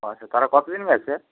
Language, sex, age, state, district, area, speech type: Bengali, male, 45-60, West Bengal, Purba Medinipur, rural, conversation